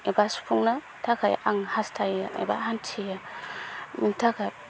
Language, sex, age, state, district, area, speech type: Bodo, female, 18-30, Assam, Baksa, rural, spontaneous